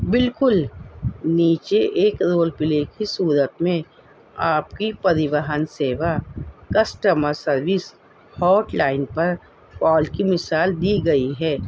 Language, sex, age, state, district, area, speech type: Urdu, female, 60+, Delhi, North East Delhi, urban, spontaneous